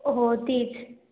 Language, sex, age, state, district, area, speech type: Marathi, female, 18-30, Maharashtra, Washim, rural, conversation